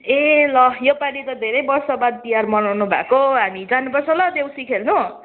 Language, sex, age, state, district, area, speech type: Nepali, female, 18-30, West Bengal, Kalimpong, rural, conversation